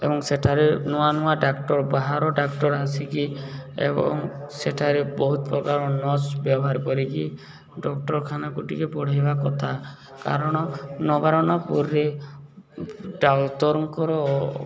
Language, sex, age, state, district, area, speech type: Odia, male, 18-30, Odisha, Subarnapur, urban, spontaneous